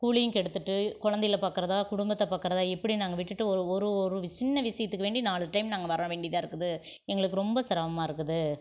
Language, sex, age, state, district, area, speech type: Tamil, female, 45-60, Tamil Nadu, Erode, rural, spontaneous